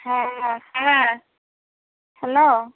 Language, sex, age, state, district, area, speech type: Bengali, female, 60+, West Bengal, Purba Medinipur, rural, conversation